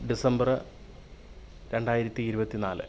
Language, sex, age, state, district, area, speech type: Malayalam, male, 30-45, Kerala, Kollam, rural, spontaneous